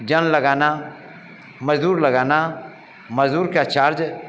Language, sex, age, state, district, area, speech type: Hindi, male, 45-60, Bihar, Vaishali, urban, spontaneous